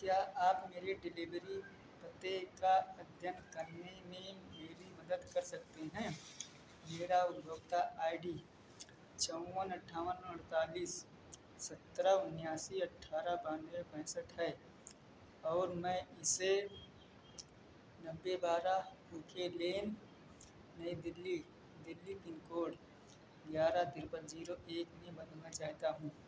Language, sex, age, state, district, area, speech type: Hindi, male, 45-60, Uttar Pradesh, Ayodhya, rural, read